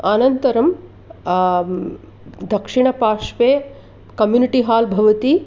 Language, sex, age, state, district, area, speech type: Sanskrit, female, 45-60, Karnataka, Mandya, urban, spontaneous